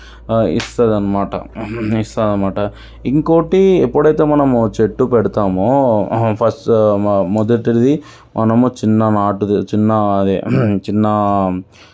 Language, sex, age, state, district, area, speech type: Telugu, male, 30-45, Telangana, Sangareddy, urban, spontaneous